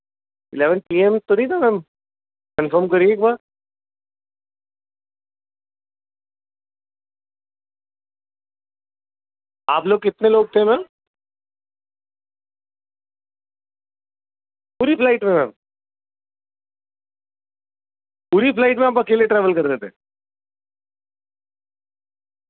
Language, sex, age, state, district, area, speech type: Urdu, male, 45-60, Uttar Pradesh, Gautam Buddha Nagar, urban, conversation